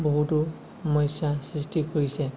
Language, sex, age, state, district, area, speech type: Assamese, male, 18-30, Assam, Lakhimpur, rural, spontaneous